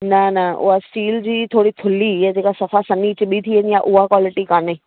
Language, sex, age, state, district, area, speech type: Sindhi, female, 30-45, Maharashtra, Thane, urban, conversation